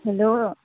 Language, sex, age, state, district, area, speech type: Nepali, female, 30-45, West Bengal, Alipurduar, rural, conversation